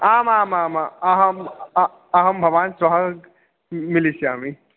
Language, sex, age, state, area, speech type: Sanskrit, male, 18-30, Chhattisgarh, urban, conversation